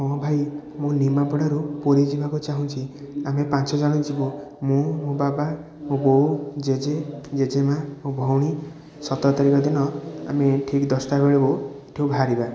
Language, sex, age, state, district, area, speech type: Odia, male, 30-45, Odisha, Puri, urban, spontaneous